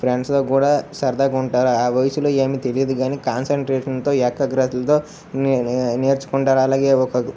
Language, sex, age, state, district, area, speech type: Telugu, male, 30-45, Andhra Pradesh, Srikakulam, urban, spontaneous